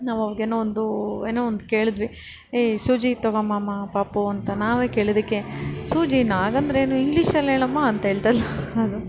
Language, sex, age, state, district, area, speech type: Kannada, female, 30-45, Karnataka, Ramanagara, urban, spontaneous